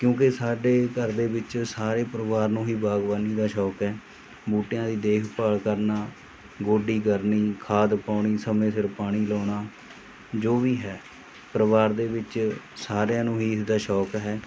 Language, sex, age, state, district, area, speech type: Punjabi, male, 45-60, Punjab, Mohali, rural, spontaneous